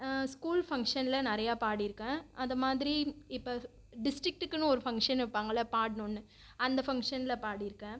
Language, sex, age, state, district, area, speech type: Tamil, female, 30-45, Tamil Nadu, Viluppuram, urban, spontaneous